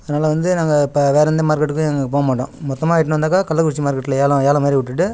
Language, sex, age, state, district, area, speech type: Tamil, male, 45-60, Tamil Nadu, Kallakurichi, rural, spontaneous